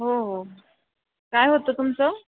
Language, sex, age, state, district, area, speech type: Marathi, female, 30-45, Maharashtra, Buldhana, rural, conversation